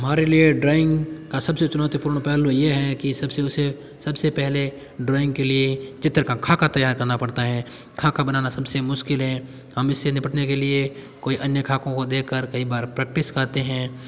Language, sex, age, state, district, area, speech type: Hindi, male, 18-30, Rajasthan, Jodhpur, urban, spontaneous